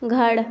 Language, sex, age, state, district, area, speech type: Hindi, female, 18-30, Bihar, Vaishali, rural, read